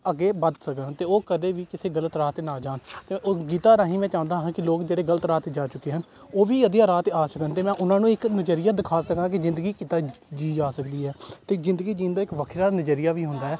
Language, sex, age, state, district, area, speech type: Punjabi, male, 18-30, Punjab, Gurdaspur, rural, spontaneous